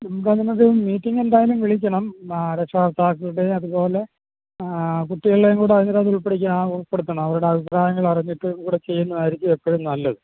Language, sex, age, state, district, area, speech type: Malayalam, male, 60+, Kerala, Alappuzha, rural, conversation